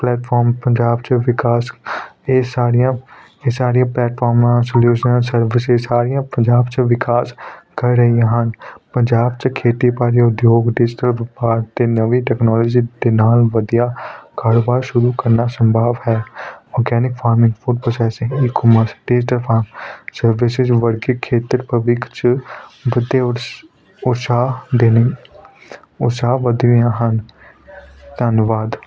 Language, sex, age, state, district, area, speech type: Punjabi, male, 18-30, Punjab, Hoshiarpur, urban, spontaneous